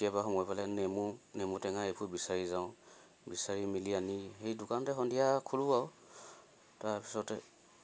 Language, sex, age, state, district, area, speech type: Assamese, male, 30-45, Assam, Sivasagar, rural, spontaneous